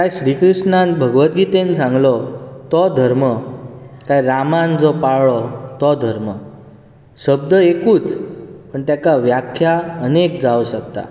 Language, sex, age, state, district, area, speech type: Goan Konkani, male, 18-30, Goa, Bardez, urban, spontaneous